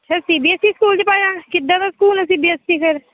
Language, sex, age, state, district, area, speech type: Punjabi, female, 30-45, Punjab, Kapurthala, urban, conversation